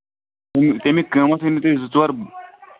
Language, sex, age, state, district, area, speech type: Kashmiri, male, 18-30, Jammu and Kashmir, Kulgam, rural, conversation